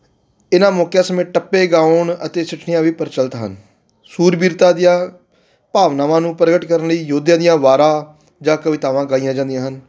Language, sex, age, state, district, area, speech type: Punjabi, male, 30-45, Punjab, Fatehgarh Sahib, urban, spontaneous